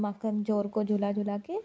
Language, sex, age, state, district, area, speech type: Hindi, female, 18-30, Uttar Pradesh, Sonbhadra, rural, spontaneous